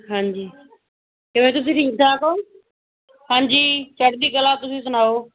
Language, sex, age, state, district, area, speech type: Punjabi, female, 18-30, Punjab, Moga, rural, conversation